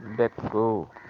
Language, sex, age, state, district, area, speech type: Kannada, male, 18-30, Karnataka, Chitradurga, rural, read